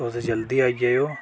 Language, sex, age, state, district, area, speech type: Dogri, male, 18-30, Jammu and Kashmir, Udhampur, rural, spontaneous